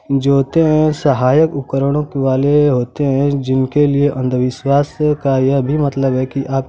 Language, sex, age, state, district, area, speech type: Hindi, male, 30-45, Uttar Pradesh, Mau, rural, spontaneous